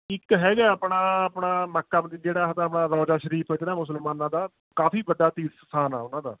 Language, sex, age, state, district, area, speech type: Punjabi, male, 30-45, Punjab, Fatehgarh Sahib, rural, conversation